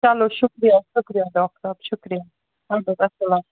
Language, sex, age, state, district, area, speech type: Kashmiri, female, 60+, Jammu and Kashmir, Srinagar, urban, conversation